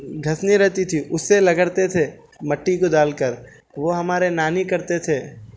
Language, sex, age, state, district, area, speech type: Urdu, male, 18-30, Telangana, Hyderabad, urban, spontaneous